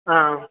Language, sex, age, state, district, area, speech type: Tamil, male, 18-30, Tamil Nadu, Tiruvannamalai, urban, conversation